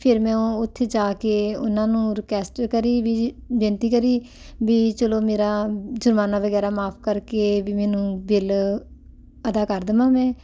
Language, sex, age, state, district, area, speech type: Punjabi, female, 45-60, Punjab, Ludhiana, urban, spontaneous